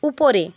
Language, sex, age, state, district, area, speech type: Bengali, female, 60+, West Bengal, Jhargram, rural, read